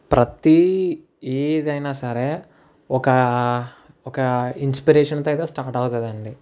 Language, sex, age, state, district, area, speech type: Telugu, male, 18-30, Andhra Pradesh, Kakinada, rural, spontaneous